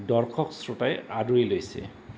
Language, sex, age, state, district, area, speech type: Assamese, male, 45-60, Assam, Goalpara, urban, spontaneous